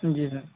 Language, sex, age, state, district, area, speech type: Urdu, male, 18-30, Uttar Pradesh, Saharanpur, urban, conversation